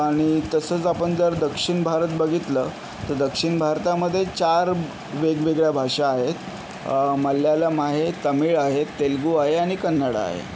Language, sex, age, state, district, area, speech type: Marathi, male, 45-60, Maharashtra, Yavatmal, urban, spontaneous